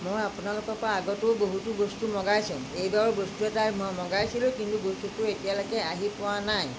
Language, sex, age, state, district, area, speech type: Assamese, female, 60+, Assam, Lakhimpur, rural, spontaneous